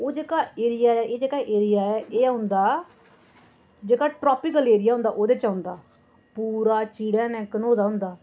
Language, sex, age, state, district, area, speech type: Dogri, female, 30-45, Jammu and Kashmir, Udhampur, urban, spontaneous